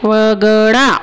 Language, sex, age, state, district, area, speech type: Marathi, female, 45-60, Maharashtra, Nagpur, urban, read